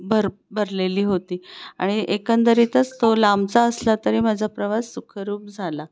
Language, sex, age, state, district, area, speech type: Marathi, female, 45-60, Maharashtra, Pune, urban, spontaneous